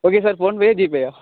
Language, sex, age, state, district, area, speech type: Tamil, male, 18-30, Tamil Nadu, Thoothukudi, rural, conversation